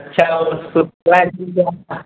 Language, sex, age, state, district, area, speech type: Hindi, male, 18-30, Uttar Pradesh, Ghazipur, urban, conversation